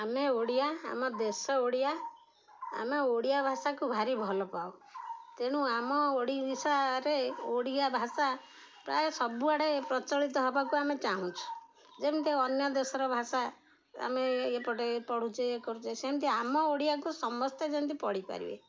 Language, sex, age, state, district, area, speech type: Odia, female, 60+, Odisha, Jagatsinghpur, rural, spontaneous